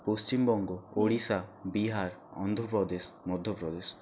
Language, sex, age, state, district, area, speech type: Bengali, male, 60+, West Bengal, Purba Medinipur, rural, spontaneous